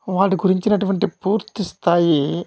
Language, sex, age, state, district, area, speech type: Telugu, male, 30-45, Andhra Pradesh, Kadapa, rural, spontaneous